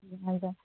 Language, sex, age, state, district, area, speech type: Nepali, female, 18-30, West Bengal, Jalpaiguri, rural, conversation